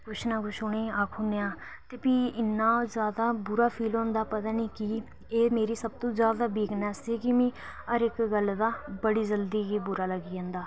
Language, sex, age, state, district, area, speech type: Dogri, female, 18-30, Jammu and Kashmir, Reasi, urban, spontaneous